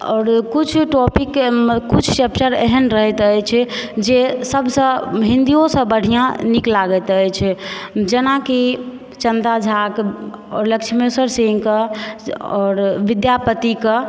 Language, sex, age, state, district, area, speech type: Maithili, female, 45-60, Bihar, Supaul, urban, spontaneous